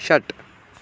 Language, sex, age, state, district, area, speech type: Sanskrit, male, 18-30, Maharashtra, Kolhapur, rural, read